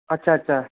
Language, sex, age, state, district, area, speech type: Marathi, male, 18-30, Maharashtra, Sangli, urban, conversation